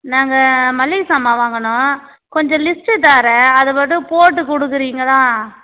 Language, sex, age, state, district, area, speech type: Tamil, female, 30-45, Tamil Nadu, Tiruvannamalai, rural, conversation